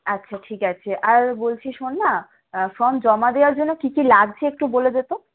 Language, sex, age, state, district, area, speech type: Bengali, female, 18-30, West Bengal, Howrah, urban, conversation